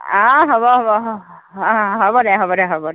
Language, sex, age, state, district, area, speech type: Assamese, female, 60+, Assam, Morigaon, rural, conversation